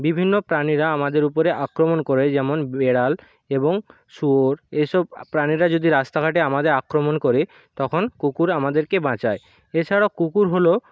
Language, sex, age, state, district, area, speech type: Bengali, male, 45-60, West Bengal, Purba Medinipur, rural, spontaneous